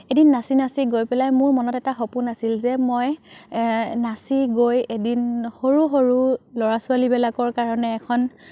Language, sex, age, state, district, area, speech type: Assamese, female, 30-45, Assam, Biswanath, rural, spontaneous